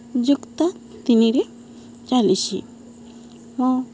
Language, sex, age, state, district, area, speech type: Odia, female, 45-60, Odisha, Balangir, urban, spontaneous